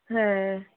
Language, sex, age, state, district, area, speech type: Bengali, female, 18-30, West Bengal, Hooghly, urban, conversation